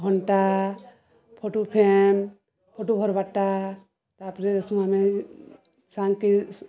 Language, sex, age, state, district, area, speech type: Odia, female, 45-60, Odisha, Balangir, urban, spontaneous